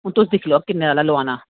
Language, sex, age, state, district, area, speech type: Dogri, female, 30-45, Jammu and Kashmir, Jammu, urban, conversation